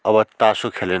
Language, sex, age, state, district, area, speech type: Bengali, male, 18-30, West Bengal, South 24 Parganas, rural, spontaneous